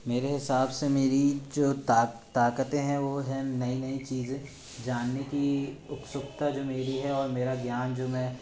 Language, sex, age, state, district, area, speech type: Hindi, male, 18-30, Madhya Pradesh, Jabalpur, urban, spontaneous